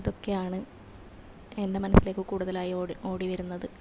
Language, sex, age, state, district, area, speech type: Malayalam, female, 30-45, Kerala, Kasaragod, rural, spontaneous